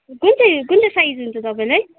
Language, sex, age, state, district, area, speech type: Nepali, female, 18-30, West Bengal, Kalimpong, rural, conversation